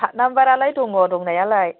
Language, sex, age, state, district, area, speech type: Bodo, female, 45-60, Assam, Chirang, rural, conversation